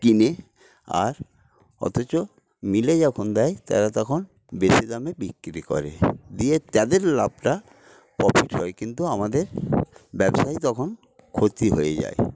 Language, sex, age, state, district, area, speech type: Bengali, male, 60+, West Bengal, Paschim Medinipur, rural, spontaneous